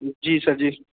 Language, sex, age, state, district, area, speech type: Maithili, male, 30-45, Bihar, Purnia, rural, conversation